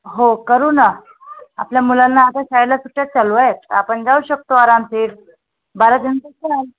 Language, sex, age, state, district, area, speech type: Marathi, female, 30-45, Maharashtra, Nagpur, urban, conversation